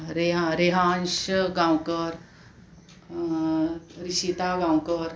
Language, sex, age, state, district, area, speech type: Goan Konkani, female, 45-60, Goa, Murmgao, urban, spontaneous